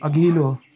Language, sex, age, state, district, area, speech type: Nepali, male, 45-60, West Bengal, Jalpaiguri, urban, read